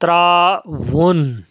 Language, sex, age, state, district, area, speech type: Kashmiri, male, 30-45, Jammu and Kashmir, Kulgam, rural, read